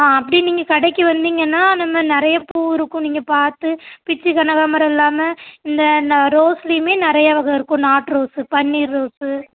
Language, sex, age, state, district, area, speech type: Tamil, female, 30-45, Tamil Nadu, Thoothukudi, rural, conversation